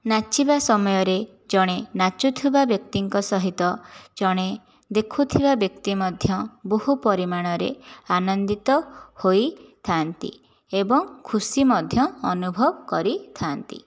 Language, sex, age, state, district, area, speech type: Odia, female, 30-45, Odisha, Jajpur, rural, spontaneous